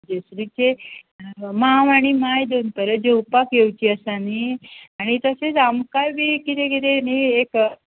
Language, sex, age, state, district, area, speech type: Goan Konkani, female, 60+, Goa, Bardez, rural, conversation